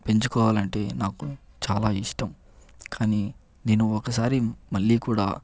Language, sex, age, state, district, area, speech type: Telugu, male, 18-30, Andhra Pradesh, Chittoor, urban, spontaneous